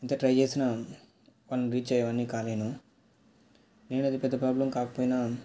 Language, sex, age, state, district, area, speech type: Telugu, male, 18-30, Andhra Pradesh, Nellore, urban, spontaneous